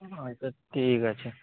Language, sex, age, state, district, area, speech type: Bengali, male, 18-30, West Bengal, Kolkata, urban, conversation